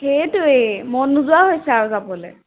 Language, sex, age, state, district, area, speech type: Assamese, female, 18-30, Assam, Jorhat, urban, conversation